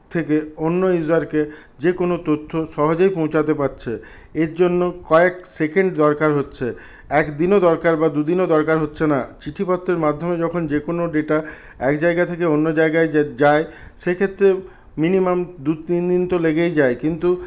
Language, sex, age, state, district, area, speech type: Bengali, male, 60+, West Bengal, Purulia, rural, spontaneous